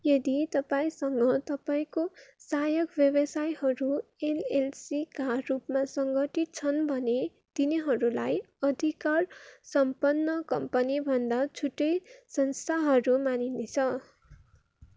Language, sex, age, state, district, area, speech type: Nepali, female, 30-45, West Bengal, Darjeeling, rural, read